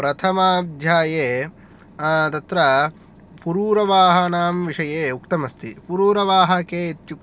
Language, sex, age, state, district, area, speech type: Sanskrit, male, 18-30, Tamil Nadu, Kanchipuram, urban, spontaneous